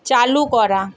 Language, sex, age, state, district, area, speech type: Bengali, female, 45-60, West Bengal, Purba Medinipur, rural, read